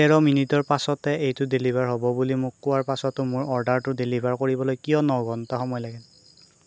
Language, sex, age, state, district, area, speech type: Assamese, male, 18-30, Assam, Darrang, rural, read